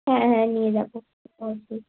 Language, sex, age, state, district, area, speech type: Bengali, female, 18-30, West Bengal, Bankura, urban, conversation